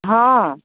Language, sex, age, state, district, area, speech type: Maithili, female, 60+, Bihar, Muzaffarpur, rural, conversation